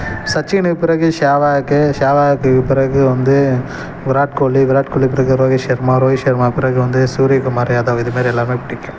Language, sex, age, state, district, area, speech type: Tamil, male, 30-45, Tamil Nadu, Kallakurichi, rural, spontaneous